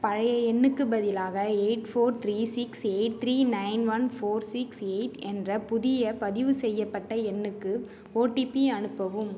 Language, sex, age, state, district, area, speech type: Tamil, female, 18-30, Tamil Nadu, Ariyalur, rural, read